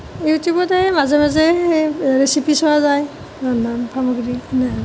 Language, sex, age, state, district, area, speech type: Assamese, female, 30-45, Assam, Nalbari, rural, spontaneous